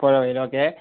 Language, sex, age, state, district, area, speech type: Malayalam, male, 18-30, Kerala, Wayanad, rural, conversation